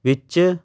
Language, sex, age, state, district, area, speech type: Punjabi, male, 18-30, Punjab, Patiala, urban, read